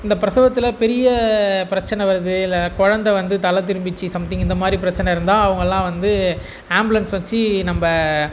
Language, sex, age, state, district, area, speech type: Tamil, male, 18-30, Tamil Nadu, Tiruvannamalai, urban, spontaneous